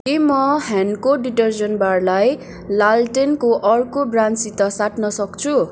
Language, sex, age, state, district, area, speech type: Nepali, female, 18-30, West Bengal, Kalimpong, rural, read